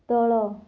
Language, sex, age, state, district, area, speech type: Odia, female, 18-30, Odisha, Koraput, urban, read